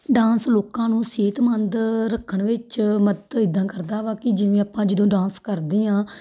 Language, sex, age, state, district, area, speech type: Punjabi, female, 30-45, Punjab, Tarn Taran, rural, spontaneous